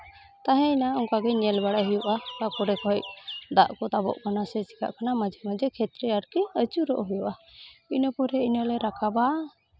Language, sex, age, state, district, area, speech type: Santali, female, 30-45, West Bengal, Malda, rural, spontaneous